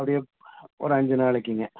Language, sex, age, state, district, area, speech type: Tamil, male, 60+, Tamil Nadu, Nilgiris, rural, conversation